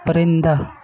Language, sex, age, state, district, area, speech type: Urdu, male, 30-45, Uttar Pradesh, Gautam Buddha Nagar, urban, read